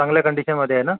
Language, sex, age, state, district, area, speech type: Marathi, male, 45-60, Maharashtra, Mumbai City, urban, conversation